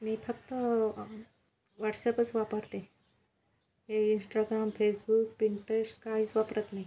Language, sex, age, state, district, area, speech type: Marathi, female, 45-60, Maharashtra, Washim, rural, spontaneous